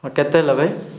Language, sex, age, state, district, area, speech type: Odia, male, 18-30, Odisha, Rayagada, urban, spontaneous